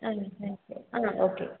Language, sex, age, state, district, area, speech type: Tamil, female, 18-30, Tamil Nadu, Chengalpattu, urban, conversation